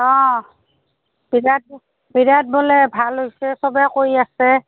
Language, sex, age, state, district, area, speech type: Assamese, female, 45-60, Assam, Goalpara, rural, conversation